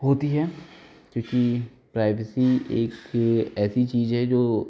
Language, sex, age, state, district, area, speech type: Hindi, male, 45-60, Uttar Pradesh, Lucknow, rural, spontaneous